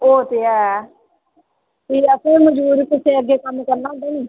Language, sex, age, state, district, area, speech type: Dogri, female, 18-30, Jammu and Kashmir, Udhampur, rural, conversation